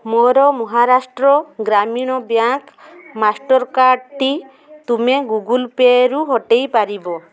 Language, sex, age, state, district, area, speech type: Odia, female, 45-60, Odisha, Mayurbhanj, rural, read